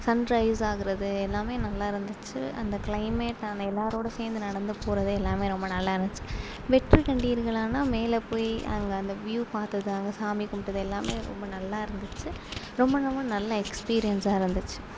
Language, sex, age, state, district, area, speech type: Tamil, female, 18-30, Tamil Nadu, Sivaganga, rural, spontaneous